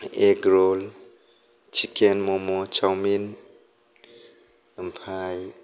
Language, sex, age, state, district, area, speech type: Bodo, male, 30-45, Assam, Kokrajhar, rural, spontaneous